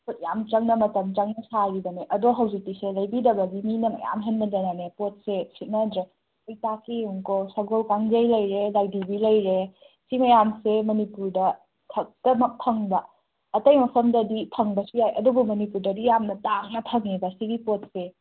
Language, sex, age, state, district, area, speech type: Manipuri, female, 18-30, Manipur, Imphal West, urban, conversation